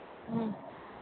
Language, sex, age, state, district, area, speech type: Manipuri, female, 45-60, Manipur, Imphal East, rural, conversation